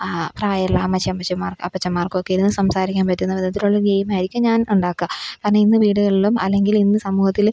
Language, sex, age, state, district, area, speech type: Malayalam, female, 18-30, Kerala, Pathanamthitta, urban, spontaneous